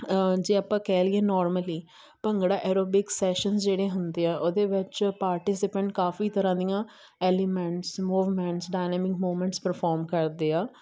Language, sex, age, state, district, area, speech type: Punjabi, female, 18-30, Punjab, Muktsar, urban, spontaneous